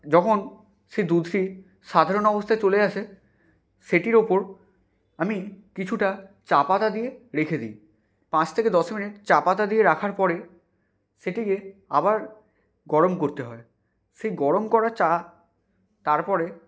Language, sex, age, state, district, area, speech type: Bengali, male, 60+, West Bengal, Nadia, rural, spontaneous